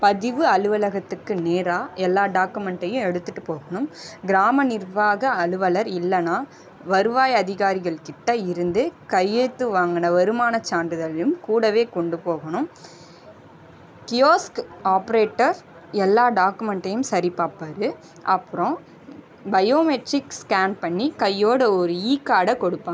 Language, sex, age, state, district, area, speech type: Tamil, female, 18-30, Tamil Nadu, Ranipet, rural, read